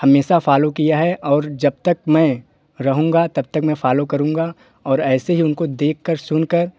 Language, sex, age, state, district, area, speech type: Hindi, male, 18-30, Uttar Pradesh, Jaunpur, rural, spontaneous